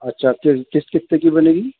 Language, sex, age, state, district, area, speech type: Urdu, male, 30-45, Delhi, Central Delhi, urban, conversation